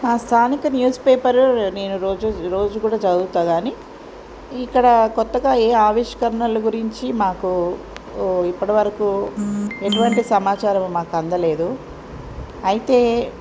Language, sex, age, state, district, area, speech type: Telugu, female, 45-60, Telangana, Ranga Reddy, rural, spontaneous